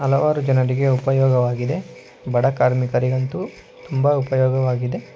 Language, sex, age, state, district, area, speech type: Kannada, male, 45-60, Karnataka, Tumkur, urban, spontaneous